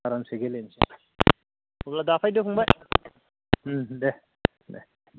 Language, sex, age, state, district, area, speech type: Bodo, male, 30-45, Assam, Baksa, rural, conversation